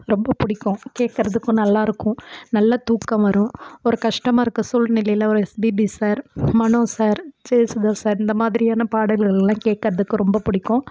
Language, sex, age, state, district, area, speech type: Tamil, female, 30-45, Tamil Nadu, Perambalur, rural, spontaneous